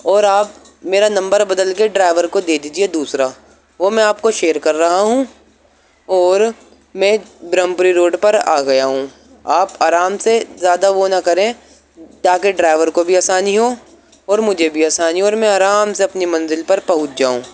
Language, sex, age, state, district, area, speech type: Urdu, male, 18-30, Delhi, East Delhi, urban, spontaneous